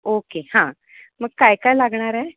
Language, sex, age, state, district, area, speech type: Marathi, female, 30-45, Maharashtra, Kolhapur, urban, conversation